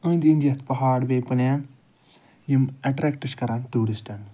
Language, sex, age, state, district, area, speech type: Kashmiri, male, 45-60, Jammu and Kashmir, Ganderbal, urban, spontaneous